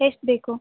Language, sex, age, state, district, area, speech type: Kannada, female, 18-30, Karnataka, Gadag, rural, conversation